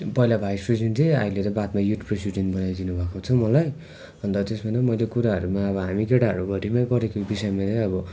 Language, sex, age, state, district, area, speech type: Nepali, male, 18-30, West Bengal, Darjeeling, rural, spontaneous